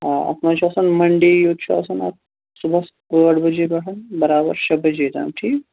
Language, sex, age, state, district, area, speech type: Kashmiri, male, 30-45, Jammu and Kashmir, Shopian, rural, conversation